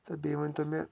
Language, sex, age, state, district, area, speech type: Kashmiri, male, 18-30, Jammu and Kashmir, Pulwama, rural, spontaneous